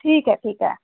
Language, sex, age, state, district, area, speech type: Marathi, female, 30-45, Maharashtra, Thane, urban, conversation